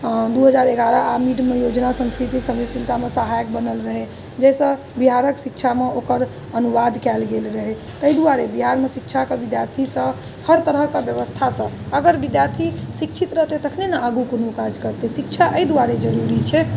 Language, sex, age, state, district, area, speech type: Maithili, female, 30-45, Bihar, Muzaffarpur, urban, spontaneous